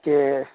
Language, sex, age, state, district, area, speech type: Urdu, male, 18-30, Bihar, Purnia, rural, conversation